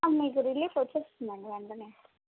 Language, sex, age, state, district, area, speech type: Telugu, female, 18-30, Andhra Pradesh, Guntur, urban, conversation